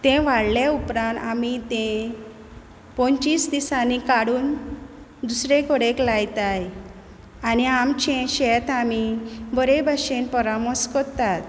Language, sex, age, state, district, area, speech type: Goan Konkani, female, 30-45, Goa, Quepem, rural, spontaneous